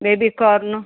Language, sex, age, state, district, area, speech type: Kannada, female, 30-45, Karnataka, Uttara Kannada, rural, conversation